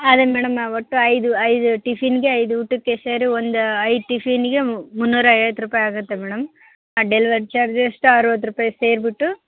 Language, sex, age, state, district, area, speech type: Kannada, female, 30-45, Karnataka, Vijayanagara, rural, conversation